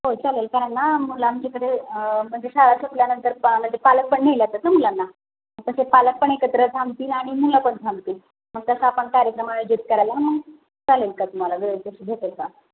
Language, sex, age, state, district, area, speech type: Marathi, female, 30-45, Maharashtra, Osmanabad, rural, conversation